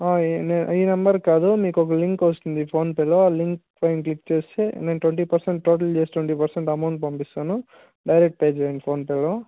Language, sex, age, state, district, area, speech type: Telugu, male, 18-30, Andhra Pradesh, Annamaya, rural, conversation